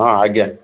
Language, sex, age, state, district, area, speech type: Odia, male, 60+, Odisha, Gajapati, rural, conversation